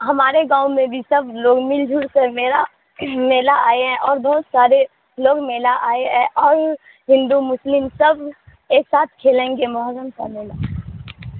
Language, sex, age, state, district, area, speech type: Urdu, female, 18-30, Bihar, Supaul, rural, conversation